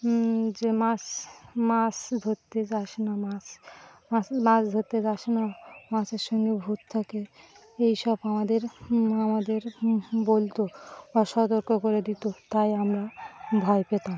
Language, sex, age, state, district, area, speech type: Bengali, female, 45-60, West Bengal, Birbhum, urban, spontaneous